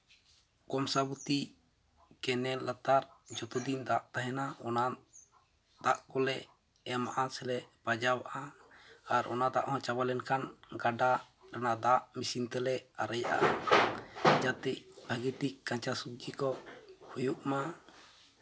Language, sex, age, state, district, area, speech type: Santali, male, 30-45, West Bengal, Jhargram, rural, spontaneous